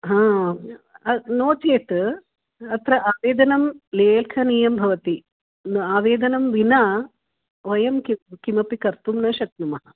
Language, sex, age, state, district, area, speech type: Sanskrit, female, 60+, Karnataka, Bangalore Urban, urban, conversation